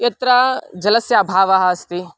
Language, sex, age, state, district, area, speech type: Sanskrit, male, 18-30, Karnataka, Mysore, urban, spontaneous